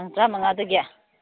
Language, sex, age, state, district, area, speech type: Manipuri, female, 30-45, Manipur, Kangpokpi, urban, conversation